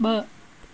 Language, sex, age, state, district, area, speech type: Sindhi, female, 45-60, Maharashtra, Pune, urban, read